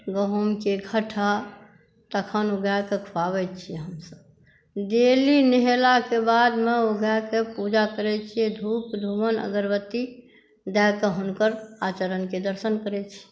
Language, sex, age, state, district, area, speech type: Maithili, female, 60+, Bihar, Saharsa, rural, spontaneous